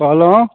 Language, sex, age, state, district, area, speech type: Maithili, male, 30-45, Bihar, Saharsa, rural, conversation